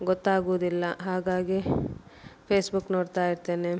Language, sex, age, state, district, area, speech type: Kannada, female, 30-45, Karnataka, Udupi, rural, spontaneous